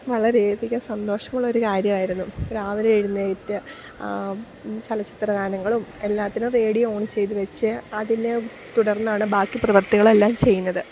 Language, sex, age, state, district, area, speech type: Malayalam, female, 30-45, Kerala, Idukki, rural, spontaneous